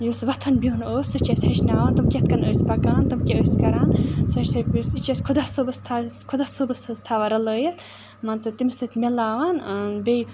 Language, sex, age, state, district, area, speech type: Kashmiri, female, 18-30, Jammu and Kashmir, Kupwara, rural, spontaneous